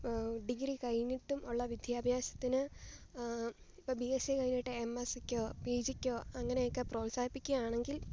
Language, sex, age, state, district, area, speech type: Malayalam, female, 18-30, Kerala, Alappuzha, rural, spontaneous